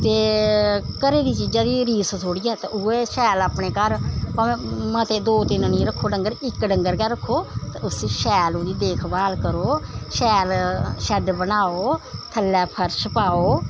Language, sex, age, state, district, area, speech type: Dogri, female, 60+, Jammu and Kashmir, Samba, rural, spontaneous